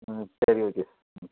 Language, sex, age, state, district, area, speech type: Tamil, male, 45-60, Tamil Nadu, Sivaganga, rural, conversation